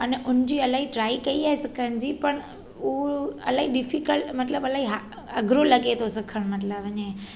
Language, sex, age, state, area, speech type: Sindhi, female, 30-45, Gujarat, urban, spontaneous